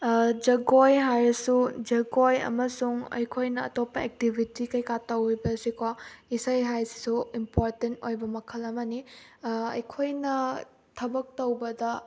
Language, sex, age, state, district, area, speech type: Manipuri, female, 18-30, Manipur, Bishnupur, rural, spontaneous